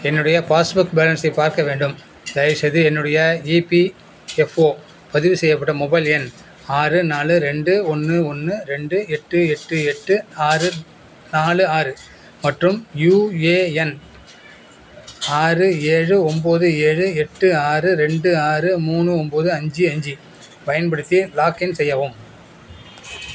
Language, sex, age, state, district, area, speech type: Tamil, male, 60+, Tamil Nadu, Nagapattinam, rural, read